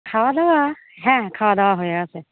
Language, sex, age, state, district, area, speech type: Bengali, female, 18-30, West Bengal, Uttar Dinajpur, urban, conversation